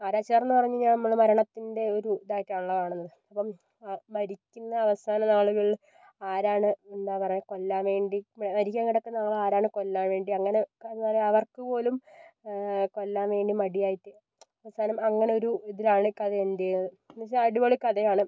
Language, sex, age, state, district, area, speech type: Malayalam, female, 18-30, Kerala, Kozhikode, urban, spontaneous